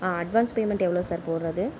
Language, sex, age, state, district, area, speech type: Tamil, female, 18-30, Tamil Nadu, Mayiladuthurai, urban, spontaneous